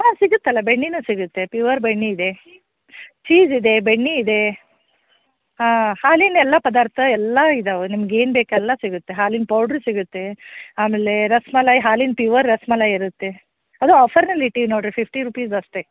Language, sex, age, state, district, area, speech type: Kannada, female, 30-45, Karnataka, Dharwad, urban, conversation